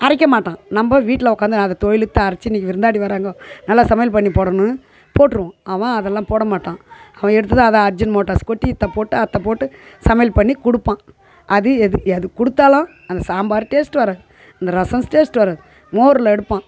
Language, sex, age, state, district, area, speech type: Tamil, female, 60+, Tamil Nadu, Tiruvannamalai, rural, spontaneous